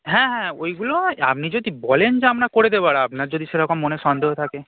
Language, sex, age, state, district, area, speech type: Bengali, male, 18-30, West Bengal, Darjeeling, rural, conversation